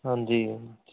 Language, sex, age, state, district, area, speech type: Punjabi, male, 30-45, Punjab, Barnala, rural, conversation